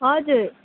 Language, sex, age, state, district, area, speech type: Nepali, female, 18-30, West Bengal, Jalpaiguri, rural, conversation